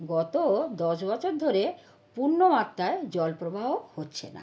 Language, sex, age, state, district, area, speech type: Bengali, female, 60+, West Bengal, North 24 Parganas, urban, read